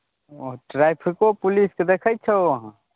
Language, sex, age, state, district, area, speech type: Maithili, male, 18-30, Bihar, Begusarai, rural, conversation